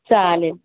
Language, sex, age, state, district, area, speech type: Marathi, female, 45-60, Maharashtra, Mumbai Suburban, urban, conversation